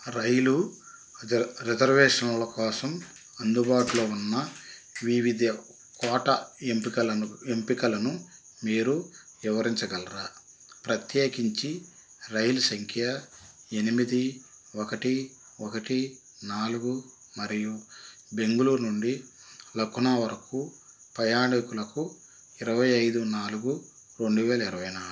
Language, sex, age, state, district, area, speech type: Telugu, male, 45-60, Andhra Pradesh, Krishna, rural, read